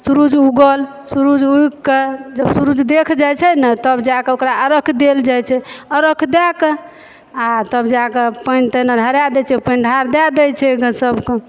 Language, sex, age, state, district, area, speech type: Maithili, female, 45-60, Bihar, Supaul, rural, spontaneous